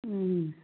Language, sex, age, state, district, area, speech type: Manipuri, female, 45-60, Manipur, Churachandpur, rural, conversation